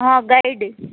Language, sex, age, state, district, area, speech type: Gujarati, female, 18-30, Gujarat, Rajkot, urban, conversation